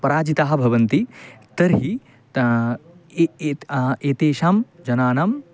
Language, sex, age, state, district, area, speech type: Sanskrit, male, 18-30, West Bengal, Paschim Medinipur, urban, spontaneous